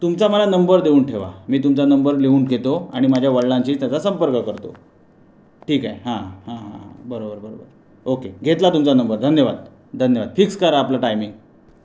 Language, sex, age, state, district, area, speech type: Marathi, male, 30-45, Maharashtra, Raigad, rural, spontaneous